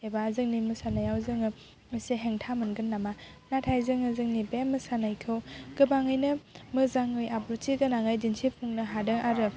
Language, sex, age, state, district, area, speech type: Bodo, female, 18-30, Assam, Baksa, rural, spontaneous